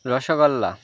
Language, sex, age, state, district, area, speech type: Bengali, male, 18-30, West Bengal, Birbhum, urban, spontaneous